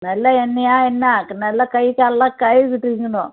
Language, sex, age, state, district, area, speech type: Tamil, female, 60+, Tamil Nadu, Kallakurichi, urban, conversation